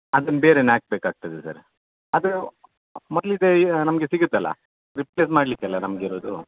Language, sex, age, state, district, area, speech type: Kannada, male, 30-45, Karnataka, Dakshina Kannada, rural, conversation